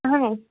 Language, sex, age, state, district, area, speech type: Kashmiri, female, 30-45, Jammu and Kashmir, Shopian, urban, conversation